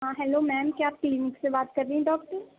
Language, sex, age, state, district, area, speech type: Urdu, female, 18-30, Delhi, Central Delhi, urban, conversation